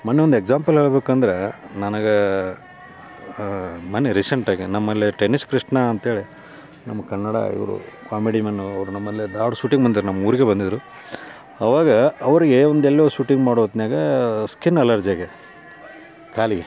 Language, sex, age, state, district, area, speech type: Kannada, male, 45-60, Karnataka, Dharwad, rural, spontaneous